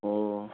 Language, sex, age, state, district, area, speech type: Manipuri, male, 18-30, Manipur, Senapati, rural, conversation